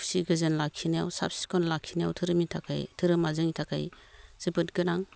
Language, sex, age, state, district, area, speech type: Bodo, female, 45-60, Assam, Baksa, rural, spontaneous